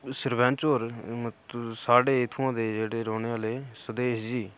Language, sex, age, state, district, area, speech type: Dogri, male, 30-45, Jammu and Kashmir, Udhampur, rural, spontaneous